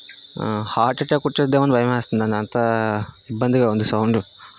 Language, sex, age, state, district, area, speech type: Telugu, male, 60+, Andhra Pradesh, Vizianagaram, rural, spontaneous